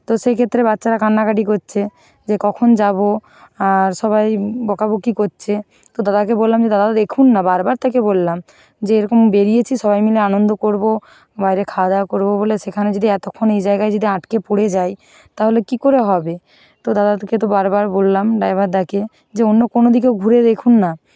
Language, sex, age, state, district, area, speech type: Bengali, female, 45-60, West Bengal, Nadia, rural, spontaneous